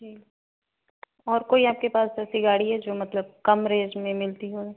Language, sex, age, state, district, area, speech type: Hindi, female, 18-30, Uttar Pradesh, Ghazipur, rural, conversation